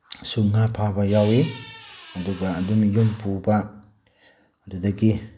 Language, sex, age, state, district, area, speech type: Manipuri, male, 30-45, Manipur, Tengnoupal, urban, spontaneous